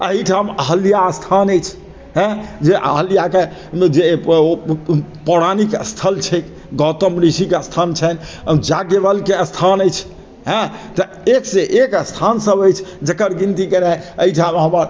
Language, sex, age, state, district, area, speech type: Maithili, male, 60+, Bihar, Madhubani, urban, spontaneous